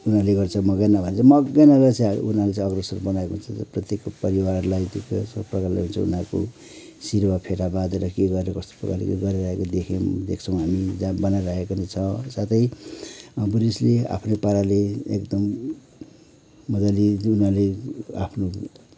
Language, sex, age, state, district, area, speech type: Nepali, male, 60+, West Bengal, Kalimpong, rural, spontaneous